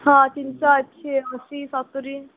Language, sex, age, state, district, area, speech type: Odia, female, 18-30, Odisha, Sundergarh, urban, conversation